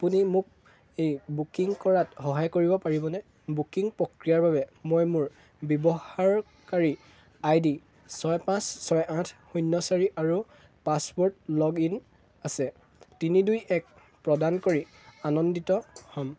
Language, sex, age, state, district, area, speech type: Assamese, male, 18-30, Assam, Golaghat, rural, read